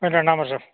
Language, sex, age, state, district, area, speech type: Malayalam, male, 45-60, Kerala, Idukki, rural, conversation